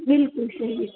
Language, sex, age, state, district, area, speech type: Hindi, female, 45-60, Rajasthan, Jodhpur, urban, conversation